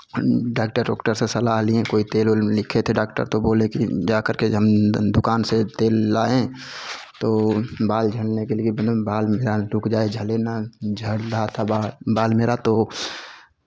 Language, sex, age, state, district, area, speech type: Hindi, male, 30-45, Uttar Pradesh, Chandauli, rural, spontaneous